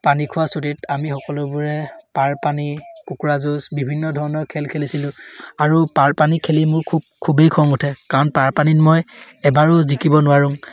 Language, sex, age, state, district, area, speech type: Assamese, male, 18-30, Assam, Sivasagar, rural, spontaneous